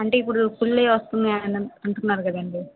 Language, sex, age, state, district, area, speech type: Telugu, female, 30-45, Andhra Pradesh, Vizianagaram, rural, conversation